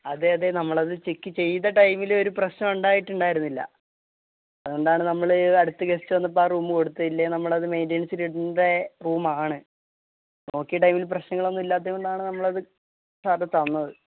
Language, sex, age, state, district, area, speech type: Malayalam, male, 18-30, Kerala, Wayanad, rural, conversation